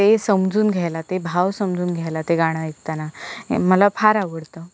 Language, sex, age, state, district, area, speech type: Marathi, female, 18-30, Maharashtra, Sindhudurg, rural, spontaneous